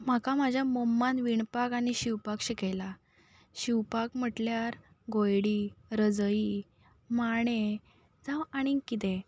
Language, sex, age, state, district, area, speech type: Goan Konkani, female, 18-30, Goa, Ponda, rural, spontaneous